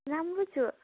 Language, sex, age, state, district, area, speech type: Nepali, female, 18-30, West Bengal, Jalpaiguri, urban, conversation